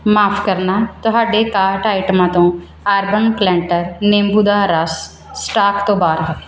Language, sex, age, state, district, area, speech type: Punjabi, female, 30-45, Punjab, Mansa, urban, read